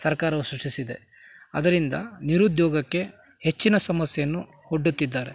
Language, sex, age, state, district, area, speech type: Kannada, male, 60+, Karnataka, Kolar, rural, spontaneous